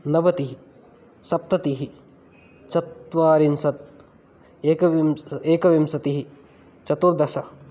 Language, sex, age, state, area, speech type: Sanskrit, male, 18-30, Rajasthan, rural, spontaneous